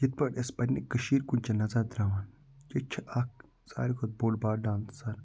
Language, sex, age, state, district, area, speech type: Kashmiri, male, 45-60, Jammu and Kashmir, Budgam, urban, spontaneous